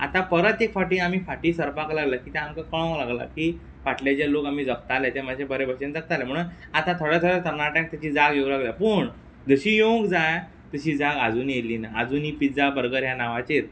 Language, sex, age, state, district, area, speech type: Goan Konkani, male, 30-45, Goa, Quepem, rural, spontaneous